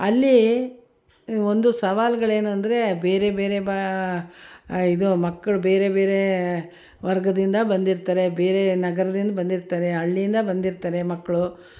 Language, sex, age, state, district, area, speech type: Kannada, female, 60+, Karnataka, Mysore, rural, spontaneous